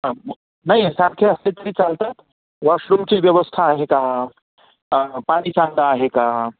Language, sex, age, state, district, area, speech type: Marathi, male, 45-60, Maharashtra, Nanded, urban, conversation